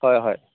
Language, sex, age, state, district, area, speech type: Assamese, male, 45-60, Assam, Golaghat, urban, conversation